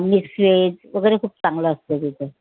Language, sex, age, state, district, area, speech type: Marathi, female, 45-60, Maharashtra, Nagpur, urban, conversation